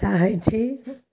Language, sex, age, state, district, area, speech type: Maithili, female, 45-60, Bihar, Samastipur, rural, spontaneous